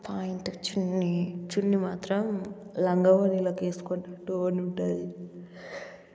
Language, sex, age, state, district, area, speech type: Telugu, female, 18-30, Telangana, Ranga Reddy, urban, spontaneous